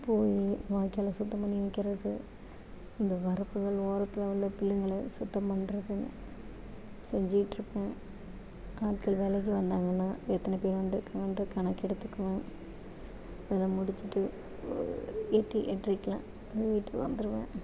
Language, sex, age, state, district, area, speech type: Tamil, female, 45-60, Tamil Nadu, Ariyalur, rural, spontaneous